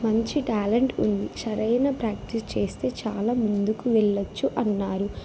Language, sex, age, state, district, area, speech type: Telugu, female, 18-30, Telangana, Jangaon, rural, spontaneous